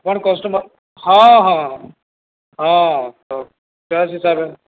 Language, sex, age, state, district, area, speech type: Odia, male, 45-60, Odisha, Nuapada, urban, conversation